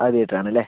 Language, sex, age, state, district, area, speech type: Malayalam, male, 45-60, Kerala, Palakkad, rural, conversation